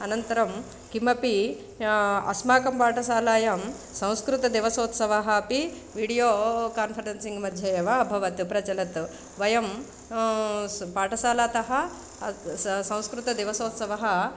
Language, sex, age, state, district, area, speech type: Sanskrit, female, 45-60, Andhra Pradesh, East Godavari, urban, spontaneous